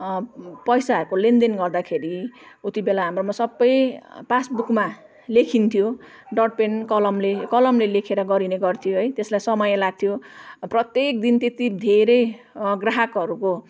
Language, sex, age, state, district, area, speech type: Nepali, female, 45-60, West Bengal, Jalpaiguri, urban, spontaneous